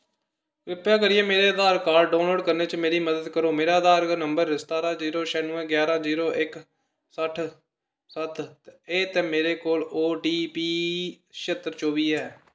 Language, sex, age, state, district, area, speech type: Dogri, male, 18-30, Jammu and Kashmir, Kathua, rural, read